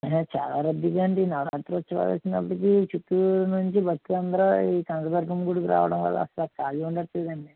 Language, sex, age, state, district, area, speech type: Telugu, male, 45-60, Andhra Pradesh, Eluru, rural, conversation